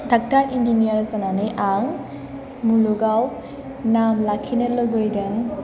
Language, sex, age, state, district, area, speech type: Bodo, female, 18-30, Assam, Chirang, urban, spontaneous